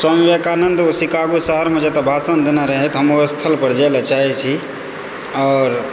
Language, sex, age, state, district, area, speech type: Maithili, male, 30-45, Bihar, Supaul, rural, spontaneous